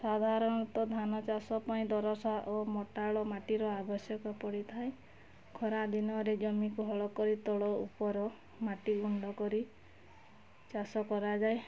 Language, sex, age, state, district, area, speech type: Odia, female, 45-60, Odisha, Mayurbhanj, rural, spontaneous